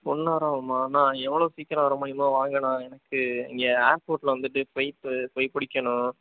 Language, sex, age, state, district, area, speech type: Tamil, male, 18-30, Tamil Nadu, Sivaganga, rural, conversation